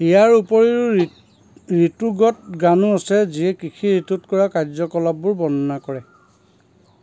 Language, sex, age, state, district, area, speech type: Assamese, male, 45-60, Assam, Sivasagar, rural, read